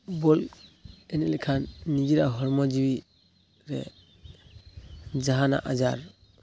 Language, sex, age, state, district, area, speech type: Santali, male, 18-30, West Bengal, Purulia, rural, spontaneous